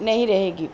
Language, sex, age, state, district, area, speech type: Urdu, female, 18-30, Telangana, Hyderabad, urban, spontaneous